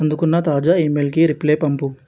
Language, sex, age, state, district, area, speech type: Telugu, male, 18-30, Telangana, Hyderabad, urban, read